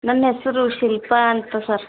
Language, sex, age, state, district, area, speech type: Kannada, female, 30-45, Karnataka, Bidar, urban, conversation